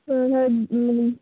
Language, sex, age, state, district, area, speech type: Bengali, female, 30-45, West Bengal, Bankura, urban, conversation